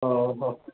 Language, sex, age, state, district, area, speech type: Odia, male, 30-45, Odisha, Boudh, rural, conversation